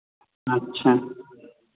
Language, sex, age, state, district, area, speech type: Hindi, male, 18-30, Bihar, Vaishali, rural, conversation